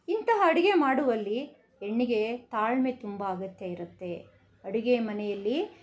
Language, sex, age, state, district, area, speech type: Kannada, female, 60+, Karnataka, Bangalore Rural, rural, spontaneous